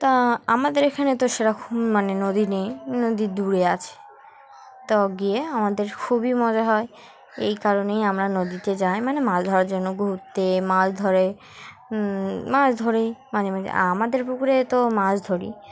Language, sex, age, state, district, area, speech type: Bengali, female, 18-30, West Bengal, Dakshin Dinajpur, urban, spontaneous